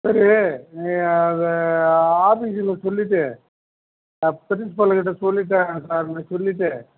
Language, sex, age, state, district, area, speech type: Tamil, male, 60+, Tamil Nadu, Cuddalore, rural, conversation